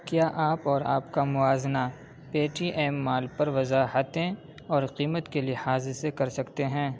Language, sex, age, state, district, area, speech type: Urdu, male, 18-30, Uttar Pradesh, Saharanpur, urban, read